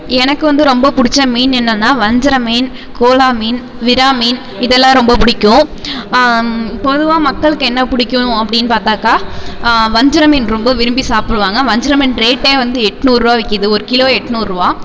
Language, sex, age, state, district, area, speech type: Tamil, female, 18-30, Tamil Nadu, Tiruvarur, rural, spontaneous